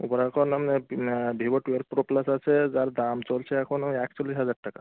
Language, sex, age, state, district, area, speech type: Bengali, male, 30-45, West Bengal, Birbhum, urban, conversation